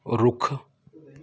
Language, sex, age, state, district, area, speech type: Punjabi, male, 30-45, Punjab, Mohali, urban, read